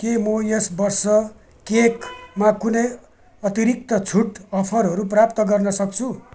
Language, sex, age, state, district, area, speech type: Nepali, male, 60+, West Bengal, Jalpaiguri, rural, read